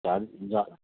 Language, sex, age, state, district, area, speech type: Hindi, male, 45-60, Madhya Pradesh, Jabalpur, urban, conversation